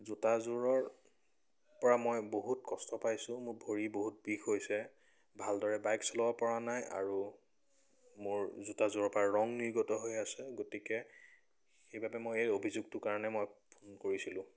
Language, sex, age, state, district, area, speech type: Assamese, male, 18-30, Assam, Biswanath, rural, spontaneous